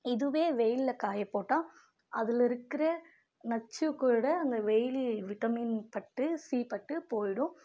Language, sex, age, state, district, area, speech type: Tamil, female, 18-30, Tamil Nadu, Dharmapuri, rural, spontaneous